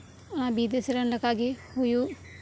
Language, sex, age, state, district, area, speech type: Santali, female, 18-30, West Bengal, Birbhum, rural, spontaneous